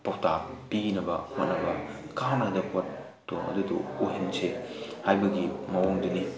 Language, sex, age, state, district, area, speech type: Manipuri, male, 18-30, Manipur, Tengnoupal, rural, spontaneous